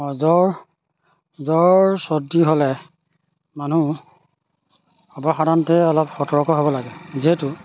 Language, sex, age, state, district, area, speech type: Assamese, male, 30-45, Assam, Majuli, urban, spontaneous